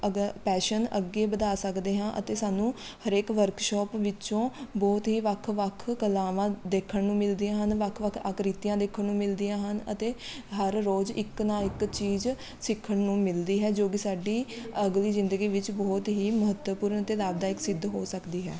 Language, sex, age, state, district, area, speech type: Punjabi, female, 18-30, Punjab, Mohali, rural, spontaneous